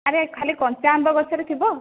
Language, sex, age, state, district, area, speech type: Odia, female, 18-30, Odisha, Dhenkanal, rural, conversation